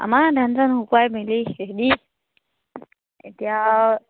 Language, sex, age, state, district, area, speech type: Assamese, female, 18-30, Assam, Charaideo, rural, conversation